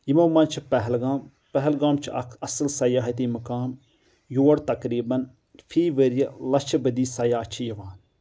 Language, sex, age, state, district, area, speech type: Kashmiri, male, 30-45, Jammu and Kashmir, Anantnag, rural, spontaneous